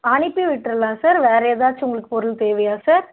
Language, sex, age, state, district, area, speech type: Tamil, female, 18-30, Tamil Nadu, Dharmapuri, rural, conversation